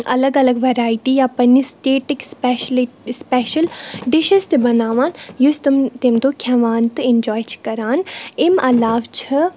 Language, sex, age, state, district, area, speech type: Kashmiri, female, 18-30, Jammu and Kashmir, Baramulla, rural, spontaneous